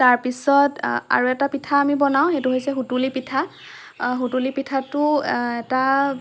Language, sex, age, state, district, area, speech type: Assamese, female, 18-30, Assam, Lakhimpur, rural, spontaneous